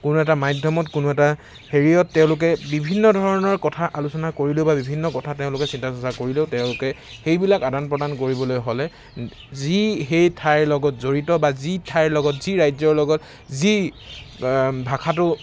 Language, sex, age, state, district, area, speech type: Assamese, male, 18-30, Assam, Charaideo, urban, spontaneous